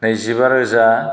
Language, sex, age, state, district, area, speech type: Bodo, male, 60+, Assam, Chirang, urban, spontaneous